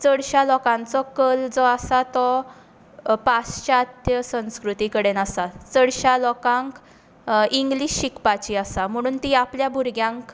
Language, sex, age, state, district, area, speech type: Goan Konkani, female, 18-30, Goa, Tiswadi, rural, spontaneous